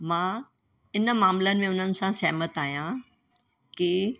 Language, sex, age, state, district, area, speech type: Sindhi, female, 60+, Delhi, South Delhi, urban, spontaneous